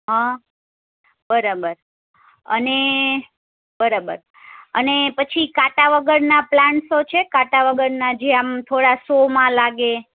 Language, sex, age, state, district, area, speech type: Gujarati, female, 30-45, Gujarat, Kheda, rural, conversation